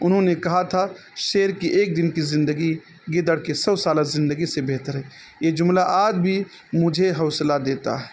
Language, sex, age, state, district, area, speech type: Urdu, male, 30-45, Uttar Pradesh, Balrampur, rural, spontaneous